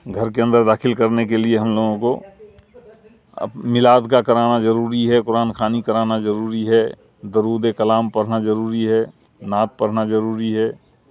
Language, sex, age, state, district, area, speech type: Urdu, male, 60+, Bihar, Supaul, rural, spontaneous